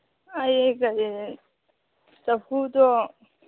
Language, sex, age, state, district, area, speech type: Manipuri, female, 30-45, Manipur, Churachandpur, rural, conversation